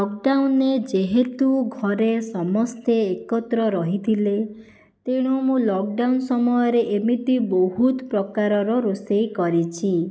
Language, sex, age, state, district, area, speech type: Odia, female, 60+, Odisha, Jajpur, rural, spontaneous